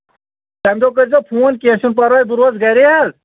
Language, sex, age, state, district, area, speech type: Kashmiri, male, 30-45, Jammu and Kashmir, Anantnag, rural, conversation